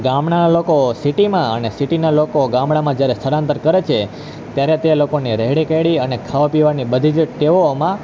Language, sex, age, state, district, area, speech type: Gujarati, male, 18-30, Gujarat, Junagadh, rural, spontaneous